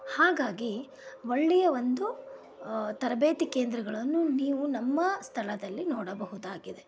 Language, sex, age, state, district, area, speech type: Kannada, female, 30-45, Karnataka, Shimoga, rural, spontaneous